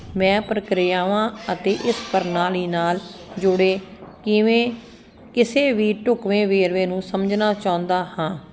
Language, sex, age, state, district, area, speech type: Punjabi, female, 45-60, Punjab, Ludhiana, urban, read